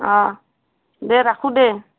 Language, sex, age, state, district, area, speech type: Assamese, female, 30-45, Assam, Barpeta, rural, conversation